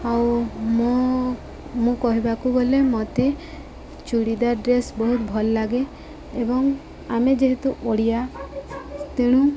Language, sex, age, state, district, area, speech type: Odia, female, 30-45, Odisha, Subarnapur, urban, spontaneous